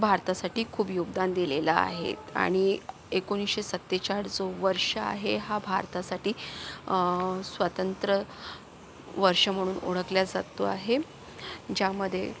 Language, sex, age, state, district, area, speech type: Marathi, female, 30-45, Maharashtra, Yavatmal, urban, spontaneous